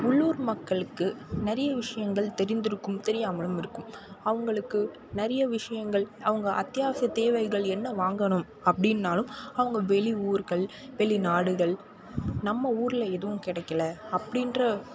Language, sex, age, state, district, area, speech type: Tamil, female, 18-30, Tamil Nadu, Mayiladuthurai, rural, spontaneous